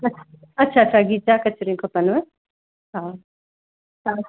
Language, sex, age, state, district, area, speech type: Sindhi, female, 45-60, Madhya Pradesh, Katni, urban, conversation